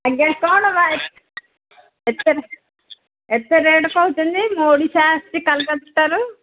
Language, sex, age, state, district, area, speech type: Odia, female, 45-60, Odisha, Sundergarh, rural, conversation